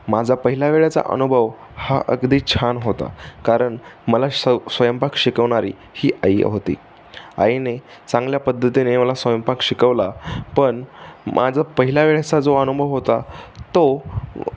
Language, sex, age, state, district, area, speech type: Marathi, male, 18-30, Maharashtra, Pune, urban, spontaneous